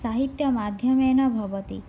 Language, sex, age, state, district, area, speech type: Sanskrit, female, 18-30, Odisha, Bhadrak, rural, spontaneous